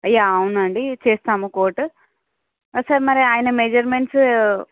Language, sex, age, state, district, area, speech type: Telugu, female, 60+, Andhra Pradesh, Visakhapatnam, urban, conversation